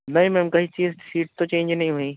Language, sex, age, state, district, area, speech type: Hindi, male, 18-30, Madhya Pradesh, Betul, urban, conversation